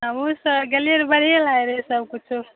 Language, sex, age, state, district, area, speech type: Maithili, female, 45-60, Bihar, Saharsa, rural, conversation